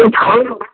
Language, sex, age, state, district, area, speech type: Marathi, male, 30-45, Maharashtra, Ahmednagar, urban, conversation